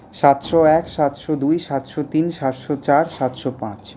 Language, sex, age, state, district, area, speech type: Bengali, male, 18-30, West Bengal, Paschim Bardhaman, urban, spontaneous